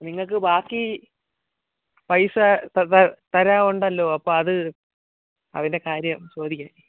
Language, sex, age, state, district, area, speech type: Malayalam, male, 18-30, Kerala, Kollam, rural, conversation